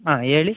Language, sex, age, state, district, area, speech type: Kannada, male, 18-30, Karnataka, Chitradurga, rural, conversation